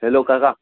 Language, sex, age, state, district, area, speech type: Marathi, male, 18-30, Maharashtra, Amravati, urban, conversation